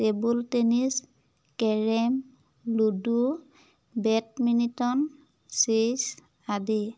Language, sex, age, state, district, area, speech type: Assamese, female, 30-45, Assam, Biswanath, rural, spontaneous